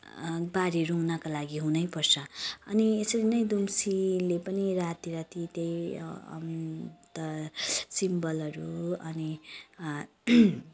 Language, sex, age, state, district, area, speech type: Nepali, female, 30-45, West Bengal, Kalimpong, rural, spontaneous